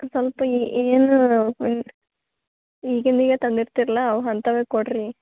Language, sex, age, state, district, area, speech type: Kannada, female, 18-30, Karnataka, Gulbarga, urban, conversation